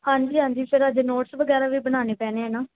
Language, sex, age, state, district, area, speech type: Punjabi, female, 18-30, Punjab, Mansa, urban, conversation